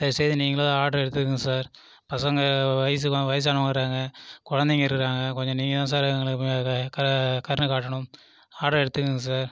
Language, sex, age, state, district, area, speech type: Tamil, male, 30-45, Tamil Nadu, Viluppuram, rural, spontaneous